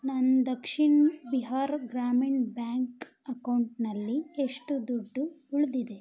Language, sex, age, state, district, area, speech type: Kannada, female, 18-30, Karnataka, Mandya, rural, read